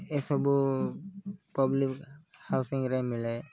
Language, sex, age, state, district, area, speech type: Odia, male, 30-45, Odisha, Koraput, urban, spontaneous